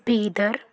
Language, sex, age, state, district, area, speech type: Kannada, female, 30-45, Karnataka, Bidar, rural, spontaneous